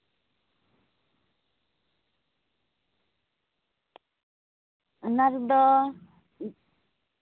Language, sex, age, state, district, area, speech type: Santali, female, 18-30, Jharkhand, Seraikela Kharsawan, rural, conversation